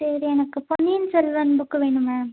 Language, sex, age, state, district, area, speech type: Tamil, female, 18-30, Tamil Nadu, Ariyalur, rural, conversation